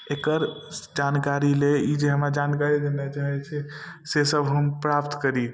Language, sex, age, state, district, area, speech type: Maithili, male, 18-30, Bihar, Darbhanga, rural, spontaneous